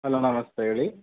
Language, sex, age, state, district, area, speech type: Kannada, male, 30-45, Karnataka, Davanagere, urban, conversation